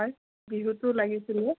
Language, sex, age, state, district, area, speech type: Assamese, female, 30-45, Assam, Dhemaji, urban, conversation